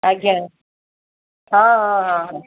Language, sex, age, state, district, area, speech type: Odia, female, 60+, Odisha, Gajapati, rural, conversation